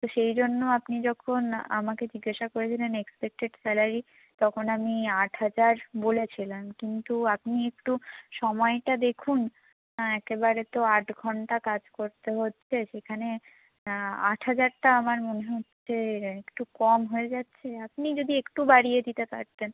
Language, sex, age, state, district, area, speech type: Bengali, female, 18-30, West Bengal, North 24 Parganas, rural, conversation